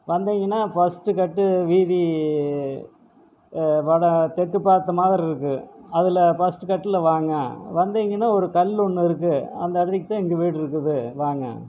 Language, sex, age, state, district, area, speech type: Tamil, male, 45-60, Tamil Nadu, Erode, rural, spontaneous